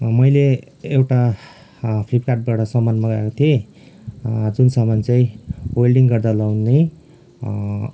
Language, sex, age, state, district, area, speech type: Nepali, male, 30-45, West Bengal, Kalimpong, rural, spontaneous